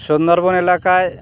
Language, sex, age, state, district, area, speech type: Bengali, male, 60+, West Bengal, North 24 Parganas, rural, spontaneous